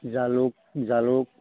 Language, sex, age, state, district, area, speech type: Assamese, male, 60+, Assam, Sivasagar, rural, conversation